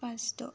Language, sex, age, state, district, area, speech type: Bodo, female, 30-45, Assam, Kokrajhar, rural, spontaneous